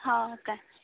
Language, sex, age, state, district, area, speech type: Marathi, female, 18-30, Maharashtra, Amravati, rural, conversation